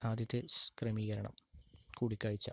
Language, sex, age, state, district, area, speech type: Malayalam, male, 30-45, Kerala, Palakkad, rural, spontaneous